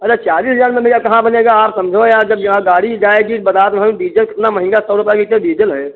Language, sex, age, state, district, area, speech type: Hindi, male, 30-45, Uttar Pradesh, Hardoi, rural, conversation